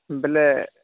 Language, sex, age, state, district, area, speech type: Odia, male, 45-60, Odisha, Nuapada, urban, conversation